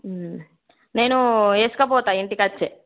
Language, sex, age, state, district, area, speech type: Telugu, female, 18-30, Telangana, Peddapalli, rural, conversation